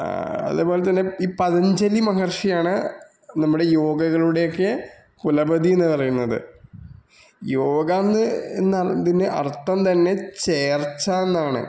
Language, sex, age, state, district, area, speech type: Malayalam, male, 45-60, Kerala, Malappuram, rural, spontaneous